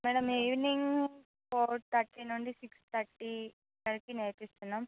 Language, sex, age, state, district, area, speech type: Telugu, female, 45-60, Andhra Pradesh, Visakhapatnam, urban, conversation